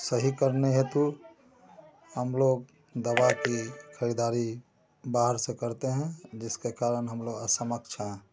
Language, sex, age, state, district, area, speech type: Hindi, male, 45-60, Bihar, Samastipur, rural, spontaneous